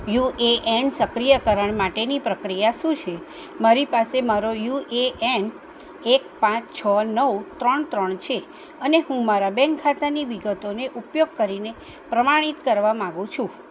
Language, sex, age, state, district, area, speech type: Gujarati, female, 45-60, Gujarat, Kheda, rural, read